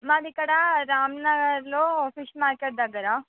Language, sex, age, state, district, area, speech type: Telugu, female, 45-60, Andhra Pradesh, Visakhapatnam, urban, conversation